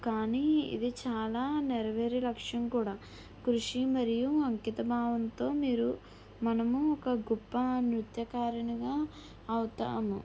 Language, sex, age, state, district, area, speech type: Telugu, female, 18-30, Andhra Pradesh, Kakinada, rural, spontaneous